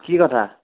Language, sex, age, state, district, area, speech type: Assamese, male, 18-30, Assam, Sivasagar, rural, conversation